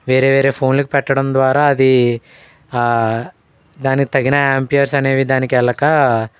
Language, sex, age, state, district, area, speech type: Telugu, male, 18-30, Andhra Pradesh, Eluru, rural, spontaneous